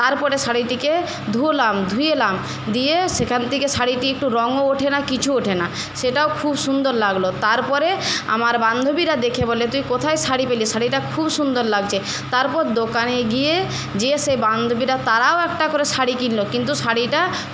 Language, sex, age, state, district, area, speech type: Bengali, female, 45-60, West Bengal, Paschim Medinipur, rural, spontaneous